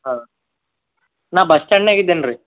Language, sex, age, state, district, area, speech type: Kannada, male, 18-30, Karnataka, Gulbarga, urban, conversation